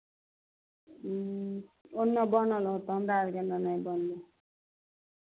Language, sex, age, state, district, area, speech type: Maithili, female, 45-60, Bihar, Madhepura, rural, conversation